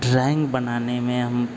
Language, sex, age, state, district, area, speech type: Hindi, male, 30-45, Bihar, Vaishali, urban, spontaneous